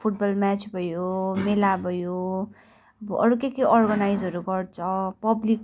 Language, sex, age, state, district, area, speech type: Nepali, female, 18-30, West Bengal, Kalimpong, rural, spontaneous